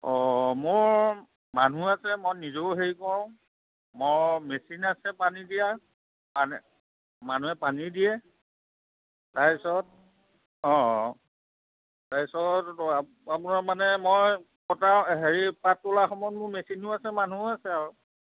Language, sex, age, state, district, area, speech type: Assamese, male, 45-60, Assam, Biswanath, rural, conversation